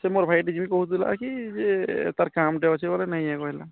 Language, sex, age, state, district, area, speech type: Odia, male, 18-30, Odisha, Balangir, urban, conversation